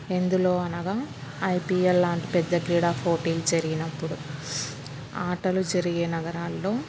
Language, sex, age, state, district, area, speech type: Telugu, female, 30-45, Andhra Pradesh, Kurnool, urban, spontaneous